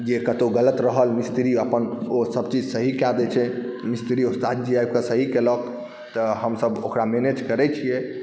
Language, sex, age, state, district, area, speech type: Maithili, male, 18-30, Bihar, Saharsa, rural, spontaneous